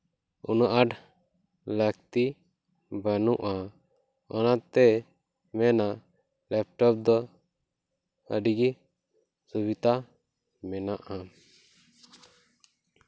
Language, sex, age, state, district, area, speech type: Santali, male, 18-30, West Bengal, Purba Bardhaman, rural, spontaneous